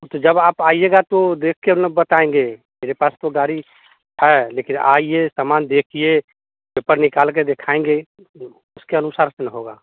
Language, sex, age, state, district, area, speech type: Hindi, male, 45-60, Bihar, Samastipur, urban, conversation